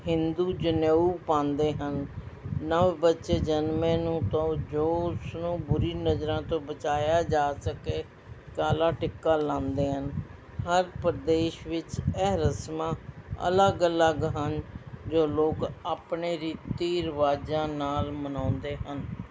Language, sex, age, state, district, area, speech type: Punjabi, female, 60+, Punjab, Mohali, urban, spontaneous